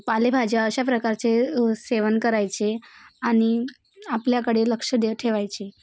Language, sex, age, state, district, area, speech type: Marathi, female, 18-30, Maharashtra, Bhandara, rural, spontaneous